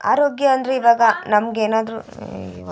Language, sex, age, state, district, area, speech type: Kannada, female, 18-30, Karnataka, Chitradurga, urban, spontaneous